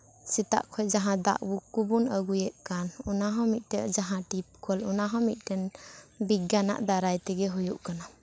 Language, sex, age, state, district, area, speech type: Santali, female, 18-30, West Bengal, Purba Bardhaman, rural, spontaneous